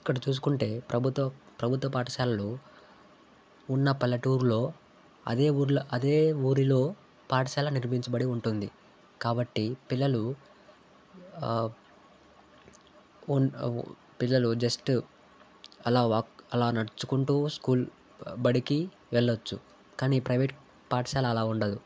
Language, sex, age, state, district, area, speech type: Telugu, male, 18-30, Telangana, Sangareddy, urban, spontaneous